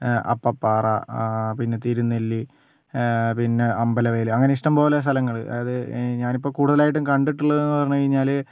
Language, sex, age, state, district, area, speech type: Malayalam, male, 45-60, Kerala, Wayanad, rural, spontaneous